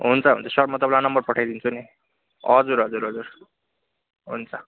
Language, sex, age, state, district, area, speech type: Nepali, male, 18-30, West Bengal, Kalimpong, rural, conversation